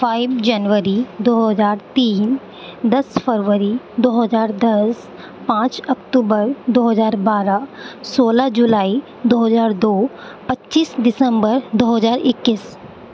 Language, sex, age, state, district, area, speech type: Urdu, female, 18-30, Uttar Pradesh, Aligarh, urban, spontaneous